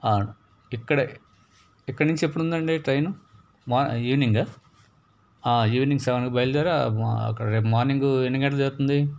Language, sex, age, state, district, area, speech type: Telugu, male, 60+, Andhra Pradesh, Palnadu, urban, spontaneous